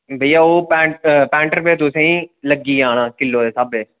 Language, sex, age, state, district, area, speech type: Dogri, male, 18-30, Jammu and Kashmir, Udhampur, urban, conversation